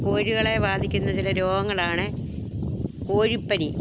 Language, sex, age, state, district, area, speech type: Malayalam, female, 60+, Kerala, Alappuzha, rural, spontaneous